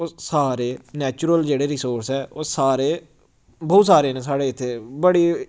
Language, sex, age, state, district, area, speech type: Dogri, male, 18-30, Jammu and Kashmir, Samba, rural, spontaneous